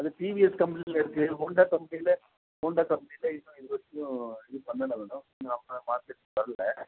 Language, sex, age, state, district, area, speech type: Tamil, male, 60+, Tamil Nadu, Krishnagiri, rural, conversation